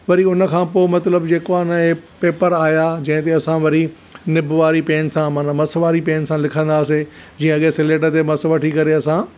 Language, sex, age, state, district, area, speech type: Sindhi, male, 60+, Maharashtra, Thane, rural, spontaneous